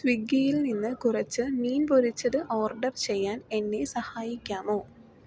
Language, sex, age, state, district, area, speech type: Malayalam, female, 18-30, Kerala, Palakkad, rural, read